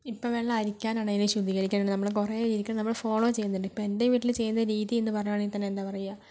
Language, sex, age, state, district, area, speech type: Malayalam, female, 30-45, Kerala, Kozhikode, urban, spontaneous